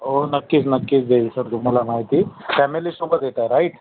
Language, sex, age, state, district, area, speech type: Marathi, male, 30-45, Maharashtra, Thane, urban, conversation